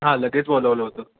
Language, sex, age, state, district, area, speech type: Marathi, male, 18-30, Maharashtra, Sangli, rural, conversation